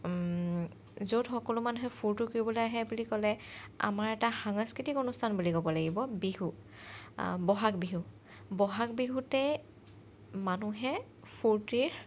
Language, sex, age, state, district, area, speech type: Assamese, female, 30-45, Assam, Morigaon, rural, spontaneous